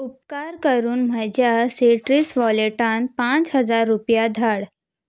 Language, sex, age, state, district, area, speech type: Goan Konkani, female, 18-30, Goa, Salcete, rural, read